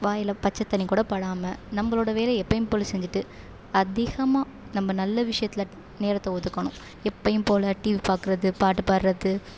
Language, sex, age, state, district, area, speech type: Tamil, female, 18-30, Tamil Nadu, Perambalur, rural, spontaneous